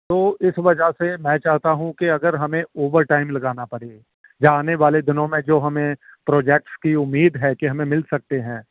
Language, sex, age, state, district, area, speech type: Urdu, male, 45-60, Delhi, South Delhi, urban, conversation